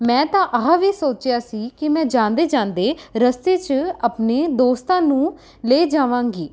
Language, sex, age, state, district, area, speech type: Punjabi, female, 18-30, Punjab, Rupnagar, urban, spontaneous